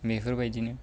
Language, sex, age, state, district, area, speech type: Bodo, male, 18-30, Assam, Baksa, rural, spontaneous